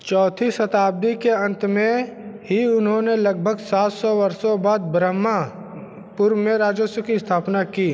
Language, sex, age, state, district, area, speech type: Hindi, male, 30-45, Uttar Pradesh, Bhadohi, urban, read